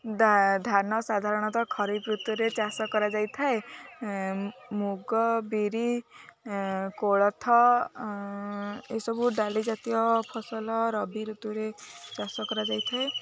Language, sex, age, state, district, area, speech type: Odia, female, 18-30, Odisha, Jagatsinghpur, urban, spontaneous